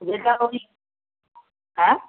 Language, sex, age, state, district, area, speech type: Bengali, male, 60+, West Bengal, Paschim Medinipur, rural, conversation